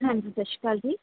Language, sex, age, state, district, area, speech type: Punjabi, female, 18-30, Punjab, Tarn Taran, urban, conversation